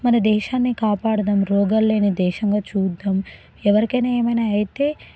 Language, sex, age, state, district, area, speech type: Telugu, female, 18-30, Telangana, Sangareddy, rural, spontaneous